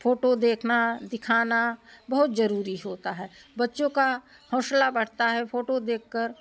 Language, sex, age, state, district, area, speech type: Hindi, female, 60+, Uttar Pradesh, Prayagraj, urban, spontaneous